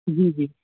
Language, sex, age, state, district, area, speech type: Urdu, male, 30-45, Uttar Pradesh, Lucknow, rural, conversation